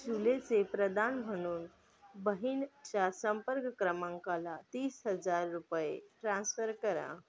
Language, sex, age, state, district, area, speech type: Marathi, female, 18-30, Maharashtra, Thane, urban, read